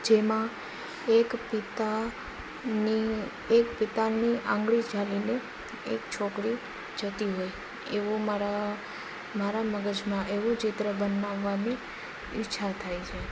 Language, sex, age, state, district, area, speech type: Gujarati, female, 18-30, Gujarat, Rajkot, rural, spontaneous